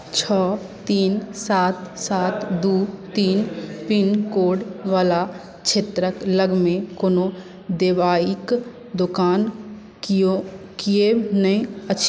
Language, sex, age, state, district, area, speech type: Maithili, female, 18-30, Bihar, Madhubani, rural, read